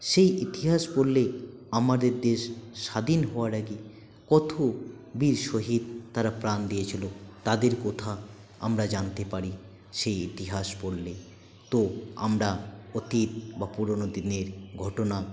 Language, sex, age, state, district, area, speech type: Bengali, male, 18-30, West Bengal, Jalpaiguri, rural, spontaneous